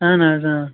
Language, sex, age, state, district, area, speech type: Kashmiri, male, 30-45, Jammu and Kashmir, Baramulla, rural, conversation